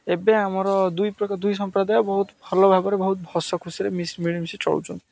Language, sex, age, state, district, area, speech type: Odia, male, 18-30, Odisha, Jagatsinghpur, rural, spontaneous